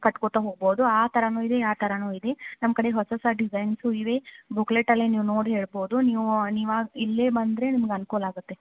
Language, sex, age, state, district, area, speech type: Kannada, female, 30-45, Karnataka, Gadag, rural, conversation